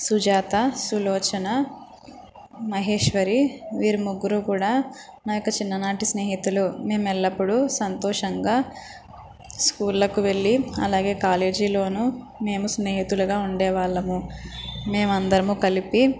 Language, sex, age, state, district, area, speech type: Telugu, female, 45-60, Andhra Pradesh, East Godavari, rural, spontaneous